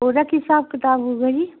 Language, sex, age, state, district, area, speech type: Punjabi, female, 60+, Punjab, Barnala, rural, conversation